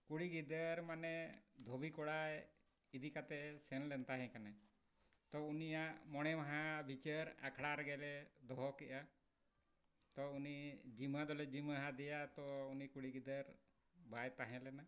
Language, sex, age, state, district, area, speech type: Santali, male, 60+, Jharkhand, Bokaro, rural, spontaneous